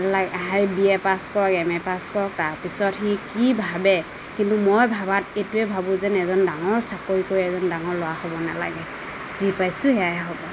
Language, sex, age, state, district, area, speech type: Assamese, female, 30-45, Assam, Nagaon, rural, spontaneous